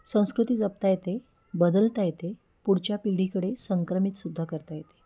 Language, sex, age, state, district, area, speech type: Marathi, female, 30-45, Maharashtra, Pune, urban, spontaneous